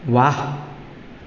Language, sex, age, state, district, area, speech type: Goan Konkani, male, 18-30, Goa, Ponda, rural, read